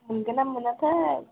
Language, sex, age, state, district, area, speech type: Bodo, female, 18-30, Assam, Chirang, rural, conversation